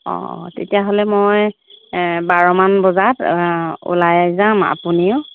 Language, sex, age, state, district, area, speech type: Assamese, female, 45-60, Assam, Jorhat, urban, conversation